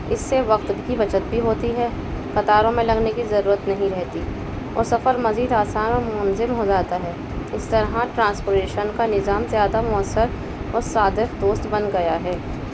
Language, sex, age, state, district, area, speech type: Urdu, female, 30-45, Uttar Pradesh, Balrampur, urban, spontaneous